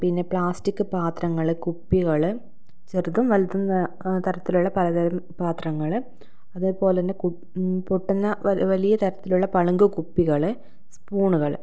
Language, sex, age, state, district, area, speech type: Malayalam, female, 30-45, Kerala, Kannur, rural, spontaneous